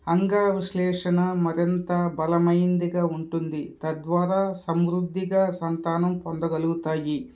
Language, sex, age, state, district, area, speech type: Telugu, male, 30-45, Andhra Pradesh, Kadapa, rural, spontaneous